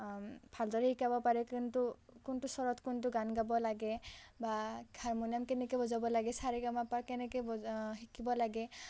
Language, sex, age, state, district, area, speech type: Assamese, female, 18-30, Assam, Nalbari, rural, spontaneous